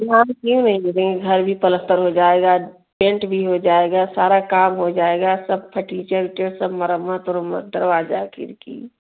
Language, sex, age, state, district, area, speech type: Hindi, female, 30-45, Uttar Pradesh, Jaunpur, rural, conversation